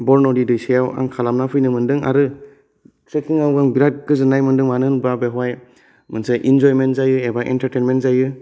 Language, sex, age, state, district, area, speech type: Bodo, male, 18-30, Assam, Kokrajhar, urban, spontaneous